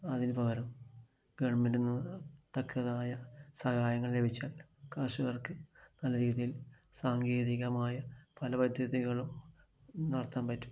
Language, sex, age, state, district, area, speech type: Malayalam, male, 45-60, Kerala, Kasaragod, rural, spontaneous